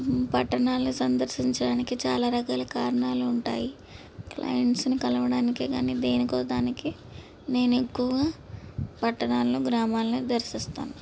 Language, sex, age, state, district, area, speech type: Telugu, female, 18-30, Andhra Pradesh, Guntur, urban, spontaneous